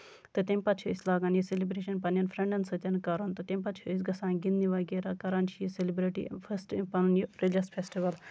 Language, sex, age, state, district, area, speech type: Kashmiri, female, 30-45, Jammu and Kashmir, Baramulla, rural, spontaneous